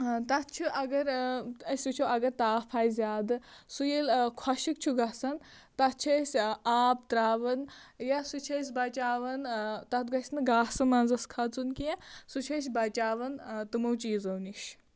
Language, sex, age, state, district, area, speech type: Kashmiri, female, 30-45, Jammu and Kashmir, Shopian, rural, spontaneous